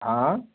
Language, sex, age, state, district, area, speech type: Hindi, male, 45-60, Uttar Pradesh, Bhadohi, urban, conversation